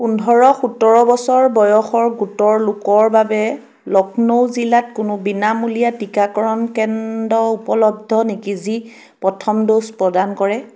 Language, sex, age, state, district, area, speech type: Assamese, female, 30-45, Assam, Biswanath, rural, read